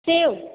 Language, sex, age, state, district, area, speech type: Hindi, female, 30-45, Uttar Pradesh, Bhadohi, rural, conversation